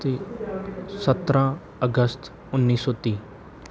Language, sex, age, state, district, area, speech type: Punjabi, male, 18-30, Punjab, Bathinda, urban, spontaneous